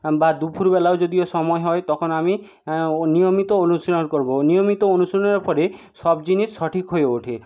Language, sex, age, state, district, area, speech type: Bengali, male, 60+, West Bengal, Jhargram, rural, spontaneous